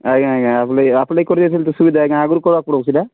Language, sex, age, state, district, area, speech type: Odia, male, 30-45, Odisha, Nabarangpur, urban, conversation